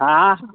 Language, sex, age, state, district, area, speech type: Sindhi, female, 60+, Uttar Pradesh, Lucknow, rural, conversation